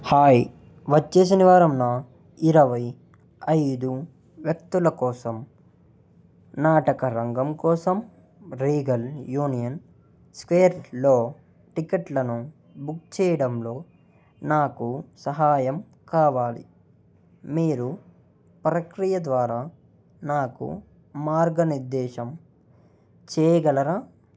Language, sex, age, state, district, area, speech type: Telugu, male, 18-30, Andhra Pradesh, Nellore, rural, read